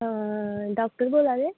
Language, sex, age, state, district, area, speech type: Dogri, female, 18-30, Jammu and Kashmir, Samba, rural, conversation